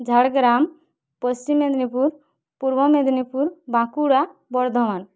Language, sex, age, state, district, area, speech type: Bengali, female, 18-30, West Bengal, Jhargram, rural, spontaneous